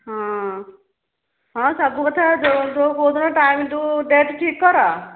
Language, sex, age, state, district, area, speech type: Odia, female, 45-60, Odisha, Angul, rural, conversation